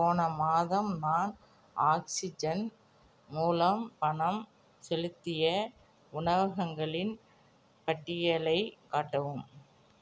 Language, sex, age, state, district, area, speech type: Tamil, female, 45-60, Tamil Nadu, Nagapattinam, rural, read